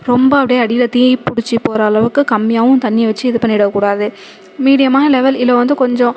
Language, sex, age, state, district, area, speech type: Tamil, female, 18-30, Tamil Nadu, Thanjavur, urban, spontaneous